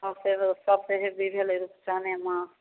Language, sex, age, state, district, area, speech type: Maithili, female, 45-60, Bihar, Samastipur, rural, conversation